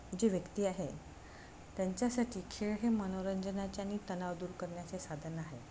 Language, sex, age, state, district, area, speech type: Marathi, female, 30-45, Maharashtra, Amravati, rural, spontaneous